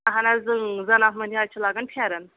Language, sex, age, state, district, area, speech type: Kashmiri, female, 30-45, Jammu and Kashmir, Anantnag, rural, conversation